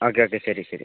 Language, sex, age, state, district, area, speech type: Malayalam, male, 30-45, Kerala, Wayanad, rural, conversation